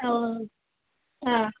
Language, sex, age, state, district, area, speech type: Tamil, female, 18-30, Tamil Nadu, Chennai, urban, conversation